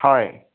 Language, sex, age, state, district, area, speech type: Assamese, male, 30-45, Assam, Charaideo, urban, conversation